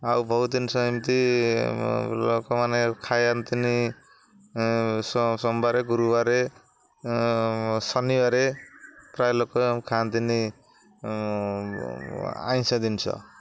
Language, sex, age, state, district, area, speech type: Odia, male, 45-60, Odisha, Jagatsinghpur, rural, spontaneous